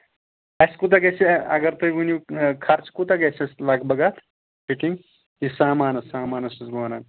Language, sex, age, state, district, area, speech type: Kashmiri, male, 18-30, Jammu and Kashmir, Anantnag, rural, conversation